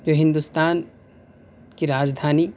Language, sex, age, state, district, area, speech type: Urdu, male, 18-30, Delhi, South Delhi, urban, spontaneous